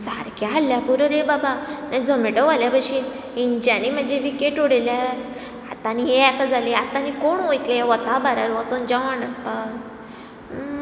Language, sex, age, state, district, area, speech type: Goan Konkani, female, 18-30, Goa, Ponda, rural, spontaneous